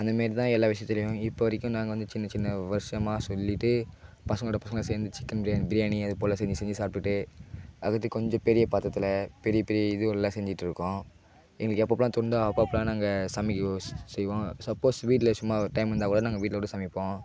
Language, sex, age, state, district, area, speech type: Tamil, male, 18-30, Tamil Nadu, Tiruvannamalai, urban, spontaneous